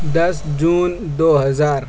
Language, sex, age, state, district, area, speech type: Urdu, male, 60+, Maharashtra, Nashik, rural, spontaneous